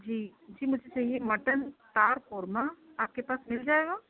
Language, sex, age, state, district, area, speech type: Urdu, female, 30-45, Uttar Pradesh, Gautam Buddha Nagar, urban, conversation